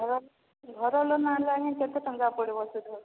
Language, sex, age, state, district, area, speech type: Odia, female, 30-45, Odisha, Boudh, rural, conversation